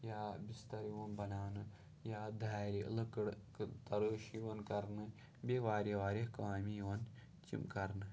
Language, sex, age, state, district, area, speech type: Kashmiri, male, 18-30, Jammu and Kashmir, Pulwama, urban, spontaneous